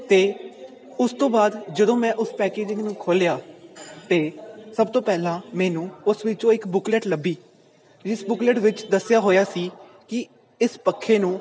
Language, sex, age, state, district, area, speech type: Punjabi, male, 18-30, Punjab, Pathankot, rural, spontaneous